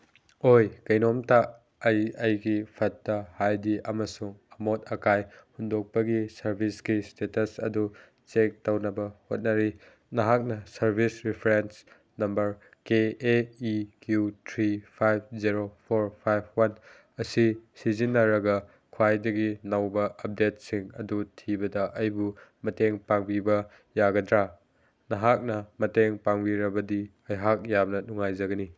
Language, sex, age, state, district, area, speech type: Manipuri, male, 18-30, Manipur, Chandel, rural, read